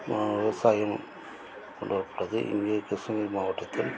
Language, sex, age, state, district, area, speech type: Tamil, male, 45-60, Tamil Nadu, Krishnagiri, rural, spontaneous